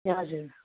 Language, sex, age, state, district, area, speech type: Nepali, female, 60+, West Bengal, Darjeeling, rural, conversation